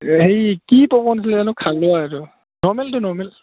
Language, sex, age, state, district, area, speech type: Assamese, male, 18-30, Assam, Charaideo, rural, conversation